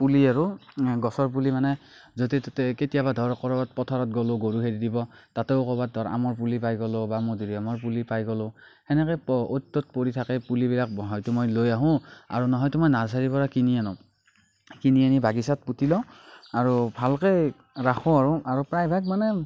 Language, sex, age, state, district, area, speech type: Assamese, male, 45-60, Assam, Morigaon, rural, spontaneous